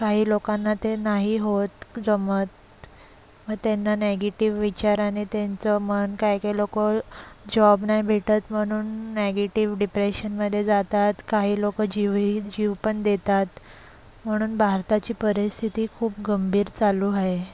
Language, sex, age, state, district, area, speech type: Marathi, female, 18-30, Maharashtra, Solapur, urban, spontaneous